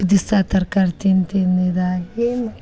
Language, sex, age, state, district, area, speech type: Kannada, female, 30-45, Karnataka, Dharwad, urban, spontaneous